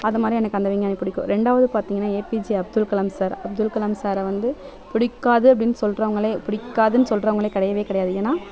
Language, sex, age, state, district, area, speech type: Tamil, female, 18-30, Tamil Nadu, Mayiladuthurai, rural, spontaneous